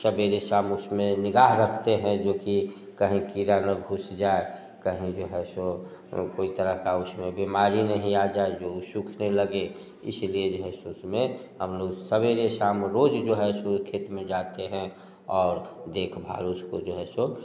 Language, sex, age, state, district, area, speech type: Hindi, male, 45-60, Bihar, Samastipur, urban, spontaneous